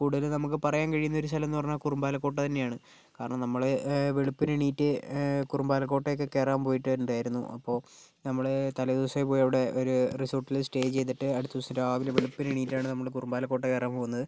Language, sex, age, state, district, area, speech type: Malayalam, male, 45-60, Kerala, Kozhikode, urban, spontaneous